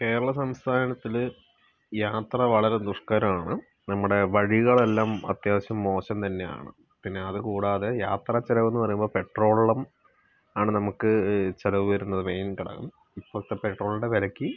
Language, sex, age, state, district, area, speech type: Malayalam, male, 45-60, Kerala, Palakkad, rural, spontaneous